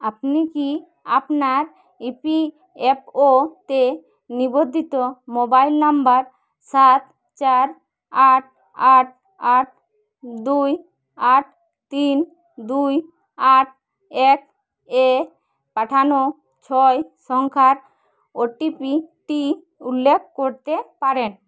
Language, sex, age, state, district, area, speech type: Bengali, female, 18-30, West Bengal, Jhargram, rural, read